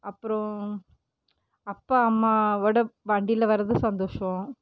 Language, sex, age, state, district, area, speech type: Tamil, female, 30-45, Tamil Nadu, Erode, rural, spontaneous